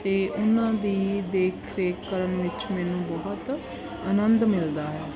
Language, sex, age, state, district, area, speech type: Punjabi, female, 30-45, Punjab, Jalandhar, urban, spontaneous